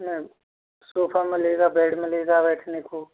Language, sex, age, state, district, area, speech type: Hindi, male, 45-60, Rajasthan, Karauli, rural, conversation